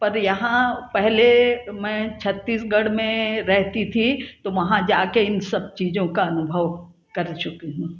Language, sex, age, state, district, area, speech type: Hindi, female, 60+, Madhya Pradesh, Jabalpur, urban, spontaneous